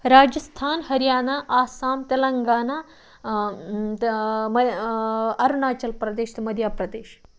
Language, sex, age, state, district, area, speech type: Kashmiri, female, 30-45, Jammu and Kashmir, Budgam, rural, spontaneous